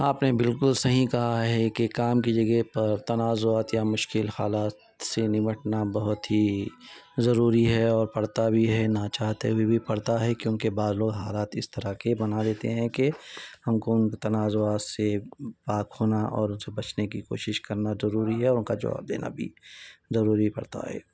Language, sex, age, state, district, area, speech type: Urdu, male, 18-30, Telangana, Hyderabad, urban, spontaneous